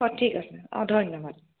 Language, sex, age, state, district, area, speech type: Assamese, female, 30-45, Assam, Dhemaji, rural, conversation